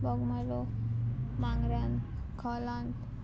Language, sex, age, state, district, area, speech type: Goan Konkani, female, 18-30, Goa, Murmgao, urban, spontaneous